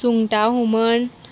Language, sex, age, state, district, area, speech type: Goan Konkani, female, 18-30, Goa, Murmgao, rural, spontaneous